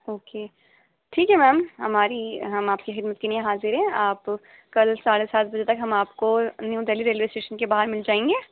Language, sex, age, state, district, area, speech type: Urdu, female, 18-30, Delhi, East Delhi, urban, conversation